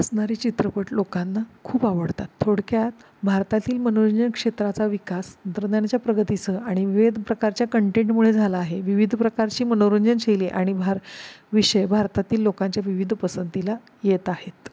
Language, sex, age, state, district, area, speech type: Marathi, female, 45-60, Maharashtra, Satara, urban, spontaneous